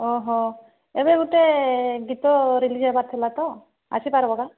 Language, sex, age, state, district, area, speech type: Odia, female, 30-45, Odisha, Sambalpur, rural, conversation